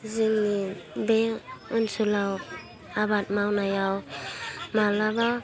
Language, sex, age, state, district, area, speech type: Bodo, female, 30-45, Assam, Udalguri, rural, spontaneous